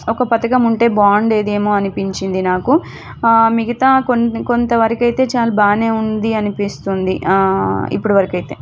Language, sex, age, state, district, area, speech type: Telugu, female, 30-45, Telangana, Warangal, urban, spontaneous